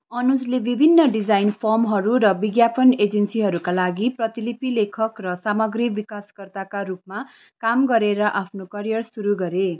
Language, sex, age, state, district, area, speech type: Nepali, female, 30-45, West Bengal, Kalimpong, rural, read